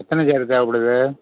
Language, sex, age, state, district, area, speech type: Tamil, male, 60+, Tamil Nadu, Nagapattinam, rural, conversation